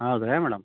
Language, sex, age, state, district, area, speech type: Kannada, male, 60+, Karnataka, Koppal, rural, conversation